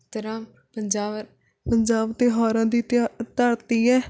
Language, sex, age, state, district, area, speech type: Punjabi, female, 18-30, Punjab, Rupnagar, rural, spontaneous